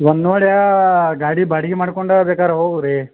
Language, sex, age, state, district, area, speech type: Kannada, male, 45-60, Karnataka, Belgaum, rural, conversation